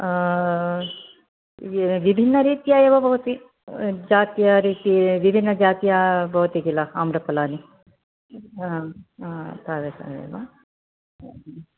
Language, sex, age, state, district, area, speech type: Sanskrit, female, 60+, Karnataka, Mysore, urban, conversation